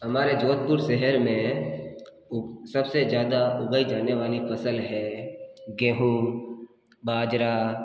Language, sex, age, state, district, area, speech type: Hindi, male, 60+, Rajasthan, Jodhpur, urban, spontaneous